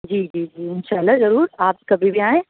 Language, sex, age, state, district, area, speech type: Urdu, female, 30-45, Uttar Pradesh, Aligarh, urban, conversation